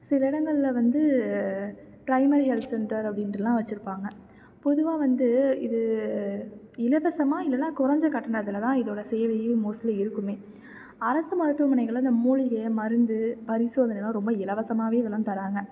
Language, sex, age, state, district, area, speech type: Tamil, female, 18-30, Tamil Nadu, Tiruchirappalli, rural, spontaneous